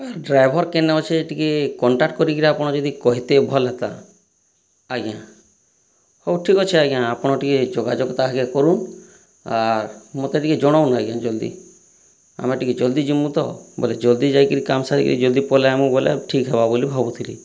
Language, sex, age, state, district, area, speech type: Odia, male, 30-45, Odisha, Boudh, rural, spontaneous